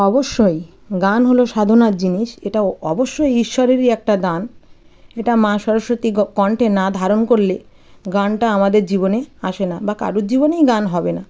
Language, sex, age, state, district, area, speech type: Bengali, female, 30-45, West Bengal, Birbhum, urban, spontaneous